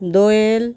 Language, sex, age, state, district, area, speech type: Bengali, female, 45-60, West Bengal, Howrah, urban, spontaneous